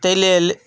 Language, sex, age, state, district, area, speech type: Maithili, male, 30-45, Bihar, Madhubani, rural, spontaneous